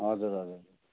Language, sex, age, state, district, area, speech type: Nepali, male, 30-45, West Bengal, Darjeeling, rural, conversation